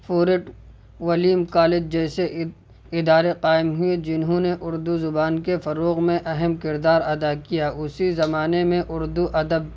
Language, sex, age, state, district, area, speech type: Urdu, male, 18-30, Uttar Pradesh, Saharanpur, urban, spontaneous